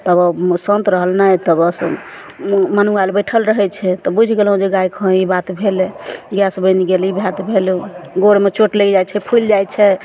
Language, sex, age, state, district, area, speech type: Maithili, female, 60+, Bihar, Begusarai, urban, spontaneous